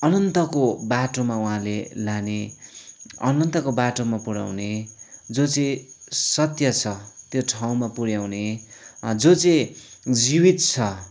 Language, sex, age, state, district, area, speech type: Nepali, male, 45-60, West Bengal, Kalimpong, rural, spontaneous